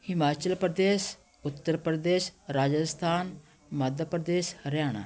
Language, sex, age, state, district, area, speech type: Punjabi, female, 45-60, Punjab, Patiala, urban, spontaneous